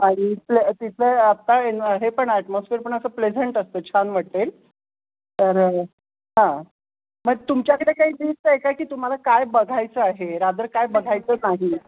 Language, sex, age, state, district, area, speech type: Marathi, female, 60+, Maharashtra, Kolhapur, urban, conversation